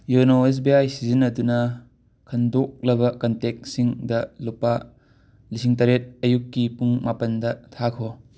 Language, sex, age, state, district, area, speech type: Manipuri, male, 45-60, Manipur, Imphal West, urban, read